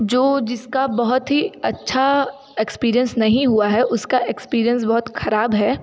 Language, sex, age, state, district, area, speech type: Hindi, female, 30-45, Uttar Pradesh, Sonbhadra, rural, spontaneous